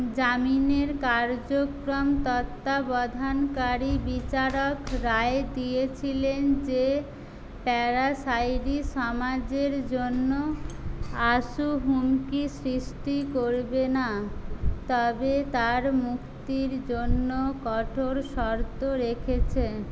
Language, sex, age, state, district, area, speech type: Bengali, female, 30-45, West Bengal, Jhargram, rural, read